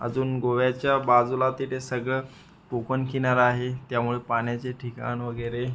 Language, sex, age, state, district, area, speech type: Marathi, male, 30-45, Maharashtra, Buldhana, urban, spontaneous